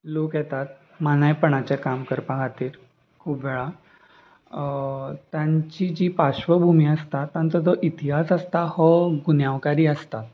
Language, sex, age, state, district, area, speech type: Goan Konkani, male, 18-30, Goa, Ponda, rural, spontaneous